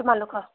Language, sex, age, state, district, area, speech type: Assamese, female, 18-30, Assam, Majuli, urban, conversation